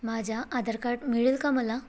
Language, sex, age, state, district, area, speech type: Marathi, female, 18-30, Maharashtra, Bhandara, rural, spontaneous